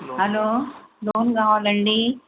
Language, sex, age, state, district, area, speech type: Telugu, female, 60+, Telangana, Hyderabad, urban, conversation